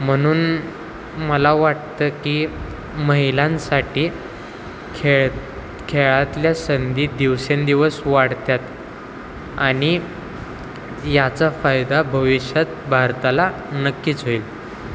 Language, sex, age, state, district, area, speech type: Marathi, male, 18-30, Maharashtra, Wardha, urban, spontaneous